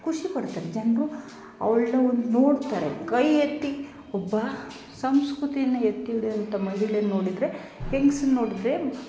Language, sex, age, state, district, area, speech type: Kannada, female, 30-45, Karnataka, Chikkamagaluru, rural, spontaneous